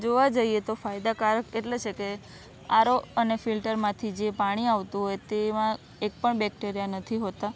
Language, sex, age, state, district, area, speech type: Gujarati, female, 18-30, Gujarat, Anand, urban, spontaneous